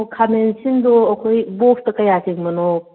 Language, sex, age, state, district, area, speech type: Manipuri, female, 45-60, Manipur, Kakching, rural, conversation